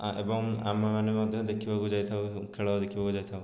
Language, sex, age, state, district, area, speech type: Odia, male, 18-30, Odisha, Khordha, rural, spontaneous